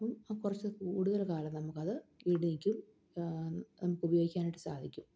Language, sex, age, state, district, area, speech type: Malayalam, female, 30-45, Kerala, Palakkad, rural, spontaneous